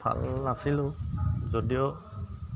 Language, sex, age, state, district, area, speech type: Assamese, male, 30-45, Assam, Goalpara, urban, spontaneous